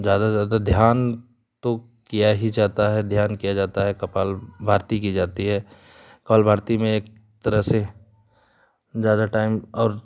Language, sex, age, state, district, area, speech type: Hindi, male, 30-45, Uttar Pradesh, Jaunpur, rural, spontaneous